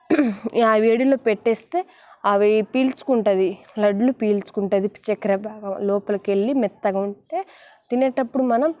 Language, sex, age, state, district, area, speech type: Telugu, female, 18-30, Telangana, Nalgonda, rural, spontaneous